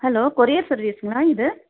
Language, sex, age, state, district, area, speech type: Tamil, female, 30-45, Tamil Nadu, Thoothukudi, rural, conversation